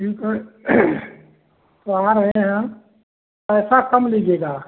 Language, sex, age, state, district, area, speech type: Hindi, male, 60+, Uttar Pradesh, Chandauli, urban, conversation